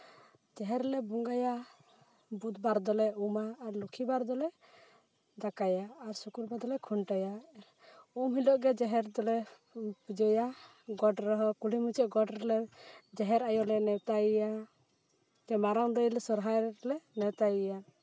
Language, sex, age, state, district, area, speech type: Santali, female, 18-30, West Bengal, Purulia, rural, spontaneous